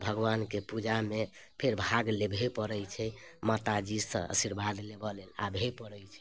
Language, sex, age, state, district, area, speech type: Maithili, female, 30-45, Bihar, Muzaffarpur, urban, spontaneous